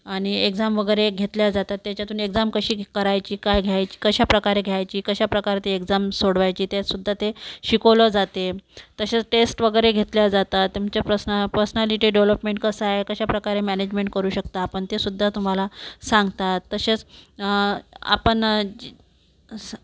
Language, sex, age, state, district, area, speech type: Marathi, female, 45-60, Maharashtra, Amravati, urban, spontaneous